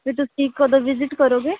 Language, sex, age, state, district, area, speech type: Punjabi, female, 18-30, Punjab, Shaheed Bhagat Singh Nagar, urban, conversation